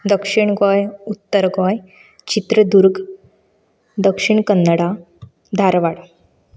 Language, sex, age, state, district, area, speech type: Goan Konkani, female, 18-30, Goa, Canacona, rural, spontaneous